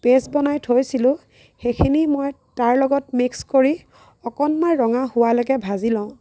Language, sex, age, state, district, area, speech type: Assamese, female, 30-45, Assam, Lakhimpur, rural, spontaneous